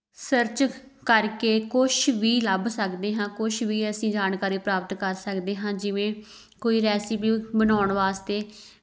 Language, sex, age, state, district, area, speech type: Punjabi, female, 18-30, Punjab, Tarn Taran, rural, spontaneous